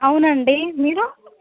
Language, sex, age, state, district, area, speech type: Telugu, female, 30-45, Andhra Pradesh, Annamaya, urban, conversation